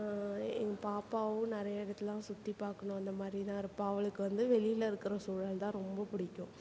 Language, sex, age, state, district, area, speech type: Tamil, female, 45-60, Tamil Nadu, Perambalur, urban, spontaneous